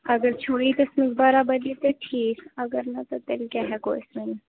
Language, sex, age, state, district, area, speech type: Kashmiri, female, 30-45, Jammu and Kashmir, Bandipora, rural, conversation